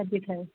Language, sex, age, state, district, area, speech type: Marathi, female, 30-45, Maharashtra, Thane, urban, conversation